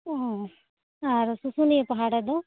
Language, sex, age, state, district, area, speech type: Santali, female, 18-30, West Bengal, Bankura, rural, conversation